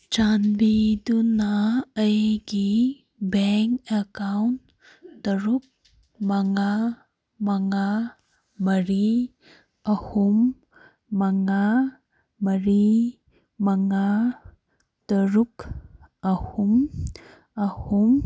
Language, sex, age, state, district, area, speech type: Manipuri, female, 18-30, Manipur, Kangpokpi, urban, read